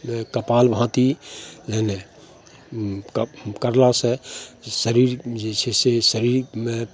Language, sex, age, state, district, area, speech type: Maithili, male, 60+, Bihar, Madhepura, rural, spontaneous